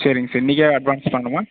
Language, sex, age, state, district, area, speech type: Tamil, male, 45-60, Tamil Nadu, Tiruvarur, urban, conversation